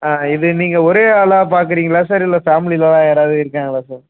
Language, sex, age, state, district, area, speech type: Tamil, male, 18-30, Tamil Nadu, Perambalur, urban, conversation